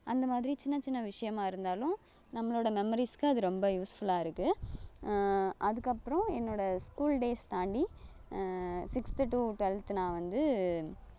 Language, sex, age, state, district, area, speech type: Tamil, female, 30-45, Tamil Nadu, Thanjavur, urban, spontaneous